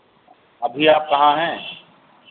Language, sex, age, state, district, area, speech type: Hindi, male, 30-45, Uttar Pradesh, Hardoi, rural, conversation